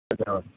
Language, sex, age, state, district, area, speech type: Sanskrit, male, 30-45, Kerala, Ernakulam, rural, conversation